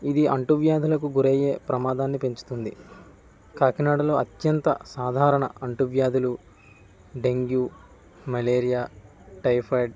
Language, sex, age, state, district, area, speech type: Telugu, male, 30-45, Andhra Pradesh, Kakinada, rural, spontaneous